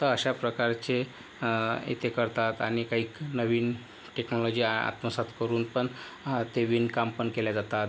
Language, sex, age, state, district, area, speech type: Marathi, male, 18-30, Maharashtra, Yavatmal, rural, spontaneous